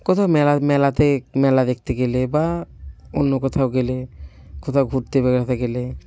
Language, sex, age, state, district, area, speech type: Bengali, male, 18-30, West Bengal, Cooch Behar, urban, spontaneous